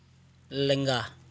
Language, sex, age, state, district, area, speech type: Santali, male, 45-60, West Bengal, Purulia, rural, read